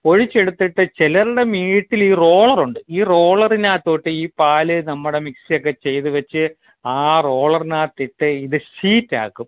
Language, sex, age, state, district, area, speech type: Malayalam, male, 45-60, Kerala, Kottayam, urban, conversation